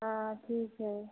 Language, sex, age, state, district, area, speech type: Hindi, female, 45-60, Uttar Pradesh, Prayagraj, urban, conversation